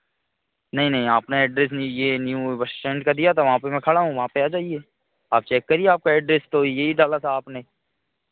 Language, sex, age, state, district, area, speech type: Hindi, male, 30-45, Madhya Pradesh, Hoshangabad, rural, conversation